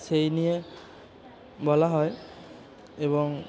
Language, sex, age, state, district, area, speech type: Bengali, male, 30-45, West Bengal, Purba Bardhaman, urban, spontaneous